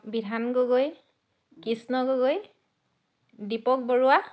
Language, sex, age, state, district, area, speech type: Assamese, female, 30-45, Assam, Dhemaji, urban, spontaneous